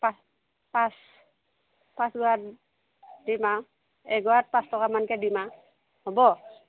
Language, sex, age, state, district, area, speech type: Assamese, female, 60+, Assam, Morigaon, rural, conversation